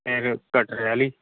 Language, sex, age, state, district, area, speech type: Dogri, male, 30-45, Jammu and Kashmir, Jammu, rural, conversation